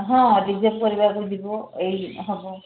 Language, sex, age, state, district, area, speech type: Odia, female, 60+, Odisha, Angul, rural, conversation